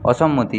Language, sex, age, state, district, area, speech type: Bengali, male, 60+, West Bengal, Paschim Medinipur, rural, read